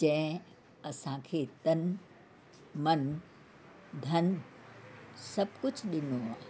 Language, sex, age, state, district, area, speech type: Sindhi, female, 60+, Uttar Pradesh, Lucknow, urban, spontaneous